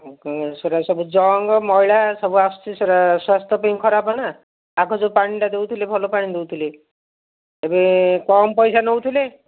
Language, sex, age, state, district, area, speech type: Odia, female, 60+, Odisha, Gajapati, rural, conversation